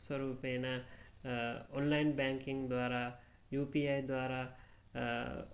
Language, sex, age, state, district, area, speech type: Sanskrit, male, 18-30, Karnataka, Mysore, rural, spontaneous